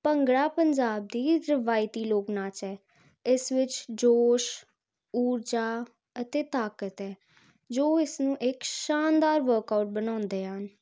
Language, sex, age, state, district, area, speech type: Punjabi, female, 18-30, Punjab, Jalandhar, urban, spontaneous